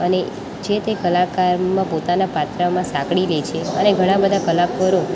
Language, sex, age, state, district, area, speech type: Gujarati, female, 18-30, Gujarat, Valsad, rural, spontaneous